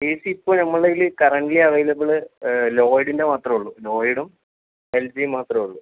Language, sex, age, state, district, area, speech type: Malayalam, male, 18-30, Kerala, Palakkad, rural, conversation